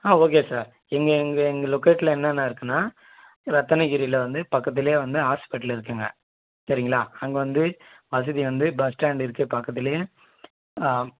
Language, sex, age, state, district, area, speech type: Tamil, male, 18-30, Tamil Nadu, Vellore, urban, conversation